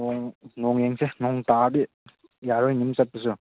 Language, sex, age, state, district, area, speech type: Manipuri, male, 18-30, Manipur, Chandel, rural, conversation